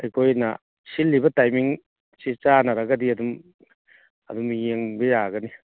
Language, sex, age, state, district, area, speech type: Manipuri, male, 60+, Manipur, Churachandpur, urban, conversation